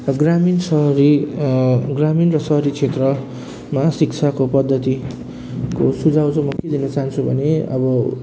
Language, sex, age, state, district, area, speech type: Nepali, male, 30-45, West Bengal, Jalpaiguri, rural, spontaneous